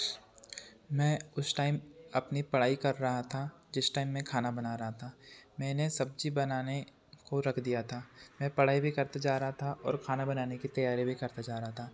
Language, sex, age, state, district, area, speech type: Hindi, male, 30-45, Madhya Pradesh, Betul, urban, spontaneous